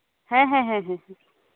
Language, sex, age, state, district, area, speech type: Santali, female, 18-30, West Bengal, Birbhum, rural, conversation